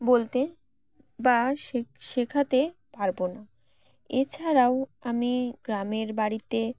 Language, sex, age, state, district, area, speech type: Bengali, female, 18-30, West Bengal, Uttar Dinajpur, urban, spontaneous